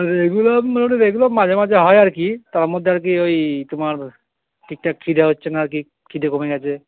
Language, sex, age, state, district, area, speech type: Bengali, male, 60+, West Bengal, Purba Bardhaman, rural, conversation